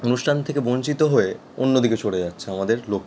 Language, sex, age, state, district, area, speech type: Bengali, male, 18-30, West Bengal, Howrah, urban, spontaneous